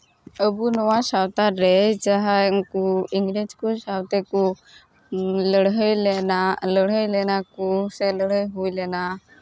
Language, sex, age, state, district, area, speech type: Santali, female, 18-30, West Bengal, Uttar Dinajpur, rural, spontaneous